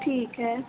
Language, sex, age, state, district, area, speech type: Hindi, female, 18-30, Uttar Pradesh, Pratapgarh, rural, conversation